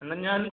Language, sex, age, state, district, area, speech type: Malayalam, male, 18-30, Kerala, Kannur, rural, conversation